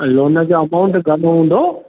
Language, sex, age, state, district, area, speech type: Sindhi, male, 45-60, Maharashtra, Thane, urban, conversation